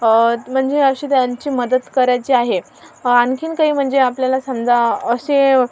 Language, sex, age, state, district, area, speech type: Marathi, female, 18-30, Maharashtra, Amravati, urban, spontaneous